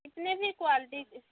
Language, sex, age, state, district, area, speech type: Hindi, female, 30-45, Uttar Pradesh, Jaunpur, rural, conversation